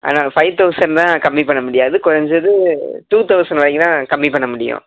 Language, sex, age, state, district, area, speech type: Tamil, male, 18-30, Tamil Nadu, Perambalur, urban, conversation